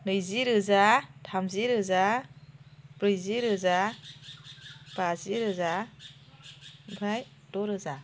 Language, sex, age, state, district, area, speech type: Bodo, female, 45-60, Assam, Chirang, rural, spontaneous